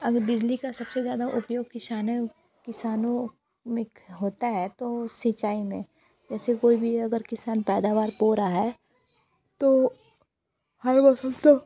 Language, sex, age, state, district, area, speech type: Hindi, female, 18-30, Uttar Pradesh, Sonbhadra, rural, spontaneous